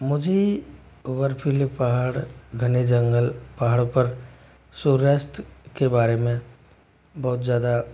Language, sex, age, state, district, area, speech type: Hindi, male, 18-30, Rajasthan, Jaipur, urban, spontaneous